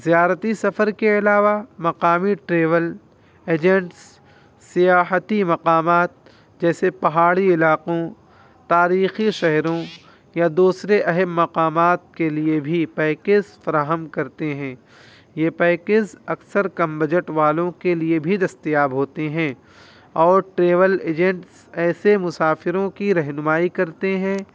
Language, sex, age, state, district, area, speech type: Urdu, male, 18-30, Uttar Pradesh, Muzaffarnagar, urban, spontaneous